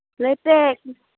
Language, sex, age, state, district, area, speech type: Santali, female, 18-30, West Bengal, Uttar Dinajpur, rural, conversation